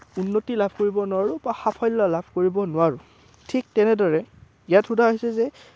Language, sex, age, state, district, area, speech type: Assamese, male, 18-30, Assam, Udalguri, rural, spontaneous